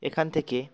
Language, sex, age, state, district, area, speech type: Bengali, male, 18-30, West Bengal, Uttar Dinajpur, urban, spontaneous